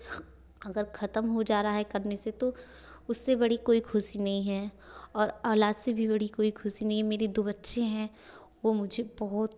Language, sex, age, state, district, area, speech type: Hindi, female, 30-45, Uttar Pradesh, Varanasi, rural, spontaneous